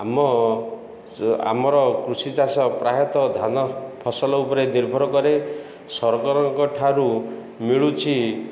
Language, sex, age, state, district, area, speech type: Odia, male, 45-60, Odisha, Ganjam, urban, spontaneous